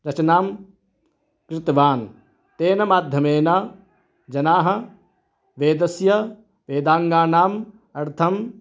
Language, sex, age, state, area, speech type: Sanskrit, male, 30-45, Maharashtra, urban, spontaneous